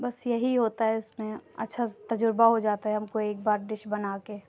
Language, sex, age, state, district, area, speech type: Urdu, female, 18-30, Uttar Pradesh, Lucknow, rural, spontaneous